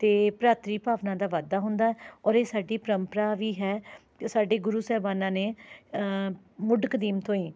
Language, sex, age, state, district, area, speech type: Punjabi, female, 30-45, Punjab, Rupnagar, urban, spontaneous